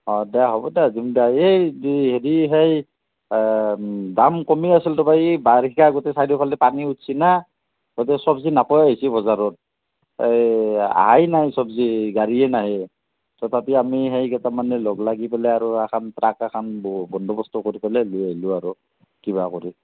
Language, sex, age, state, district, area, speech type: Assamese, male, 45-60, Assam, Nalbari, rural, conversation